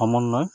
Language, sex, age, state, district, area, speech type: Assamese, male, 45-60, Assam, Charaideo, urban, spontaneous